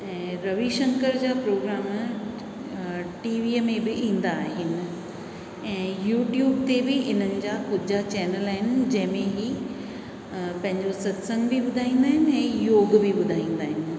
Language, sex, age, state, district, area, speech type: Sindhi, female, 60+, Rajasthan, Ajmer, urban, spontaneous